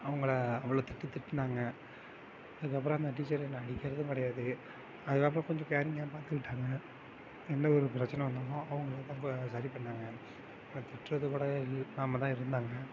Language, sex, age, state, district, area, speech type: Tamil, male, 18-30, Tamil Nadu, Mayiladuthurai, urban, spontaneous